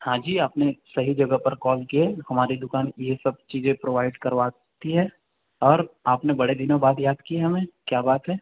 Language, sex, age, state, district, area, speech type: Hindi, male, 45-60, Madhya Pradesh, Balaghat, rural, conversation